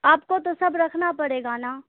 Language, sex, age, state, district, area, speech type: Urdu, female, 18-30, Bihar, Khagaria, rural, conversation